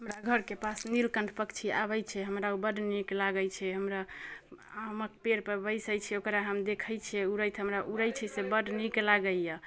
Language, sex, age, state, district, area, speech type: Maithili, female, 18-30, Bihar, Muzaffarpur, rural, spontaneous